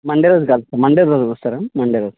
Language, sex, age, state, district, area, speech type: Telugu, male, 30-45, Telangana, Karimnagar, rural, conversation